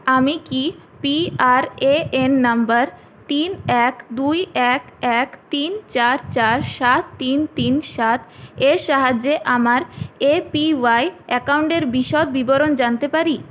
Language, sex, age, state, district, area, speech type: Bengali, female, 18-30, West Bengal, Purulia, urban, read